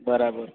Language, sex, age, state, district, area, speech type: Gujarati, male, 18-30, Gujarat, Valsad, rural, conversation